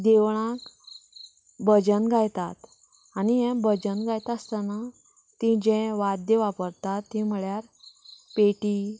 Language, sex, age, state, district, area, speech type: Goan Konkani, female, 30-45, Goa, Canacona, rural, spontaneous